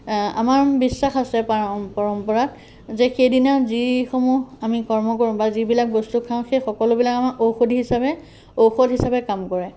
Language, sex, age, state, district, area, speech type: Assamese, female, 45-60, Assam, Sivasagar, rural, spontaneous